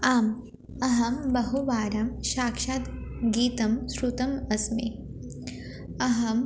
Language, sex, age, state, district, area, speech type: Sanskrit, female, 18-30, West Bengal, Jalpaiguri, urban, spontaneous